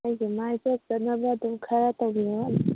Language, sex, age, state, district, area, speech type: Manipuri, female, 30-45, Manipur, Kangpokpi, urban, conversation